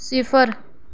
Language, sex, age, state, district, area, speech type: Dogri, female, 18-30, Jammu and Kashmir, Reasi, rural, read